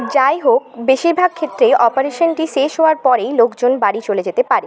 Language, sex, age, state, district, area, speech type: Bengali, female, 18-30, West Bengal, Bankura, urban, read